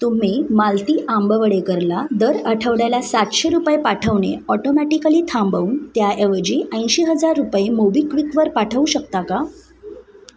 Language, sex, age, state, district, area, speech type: Marathi, female, 30-45, Maharashtra, Mumbai Suburban, urban, read